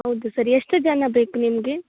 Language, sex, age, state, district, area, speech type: Kannada, female, 18-30, Karnataka, Uttara Kannada, rural, conversation